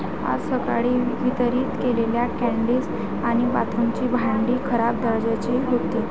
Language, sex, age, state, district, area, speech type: Marathi, female, 18-30, Maharashtra, Wardha, rural, read